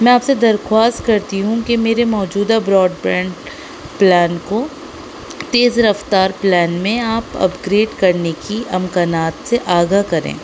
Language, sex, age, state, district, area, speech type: Urdu, female, 18-30, Delhi, North East Delhi, urban, spontaneous